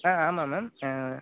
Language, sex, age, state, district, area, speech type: Tamil, male, 18-30, Tamil Nadu, Pudukkottai, rural, conversation